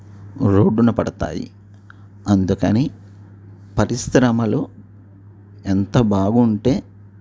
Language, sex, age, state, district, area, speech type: Telugu, male, 45-60, Andhra Pradesh, N T Rama Rao, urban, spontaneous